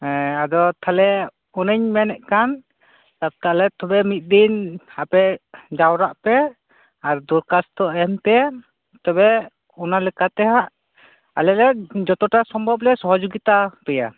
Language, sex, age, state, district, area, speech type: Santali, male, 30-45, West Bengal, Purba Bardhaman, rural, conversation